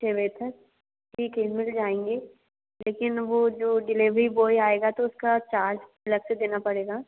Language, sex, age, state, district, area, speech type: Hindi, female, 45-60, Madhya Pradesh, Bhopal, urban, conversation